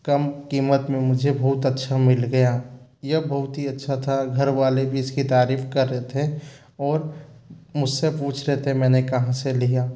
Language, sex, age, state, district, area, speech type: Hindi, male, 30-45, Madhya Pradesh, Bhopal, urban, spontaneous